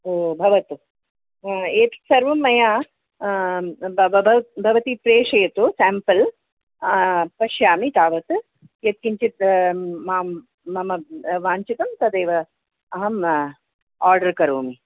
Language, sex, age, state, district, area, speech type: Sanskrit, female, 60+, Karnataka, Mysore, urban, conversation